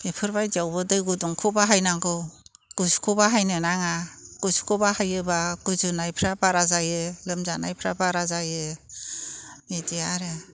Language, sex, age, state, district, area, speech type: Bodo, female, 60+, Assam, Chirang, rural, spontaneous